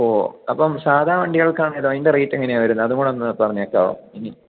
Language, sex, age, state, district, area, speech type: Malayalam, male, 18-30, Kerala, Idukki, rural, conversation